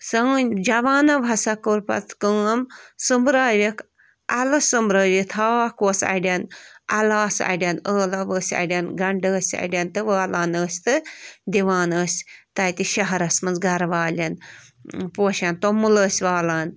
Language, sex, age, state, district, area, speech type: Kashmiri, female, 18-30, Jammu and Kashmir, Bandipora, rural, spontaneous